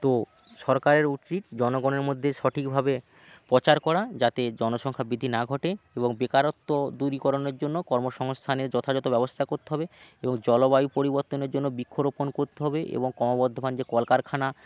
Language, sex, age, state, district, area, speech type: Bengali, male, 18-30, West Bengal, Jalpaiguri, rural, spontaneous